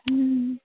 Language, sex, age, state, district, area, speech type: Odia, female, 18-30, Odisha, Jagatsinghpur, rural, conversation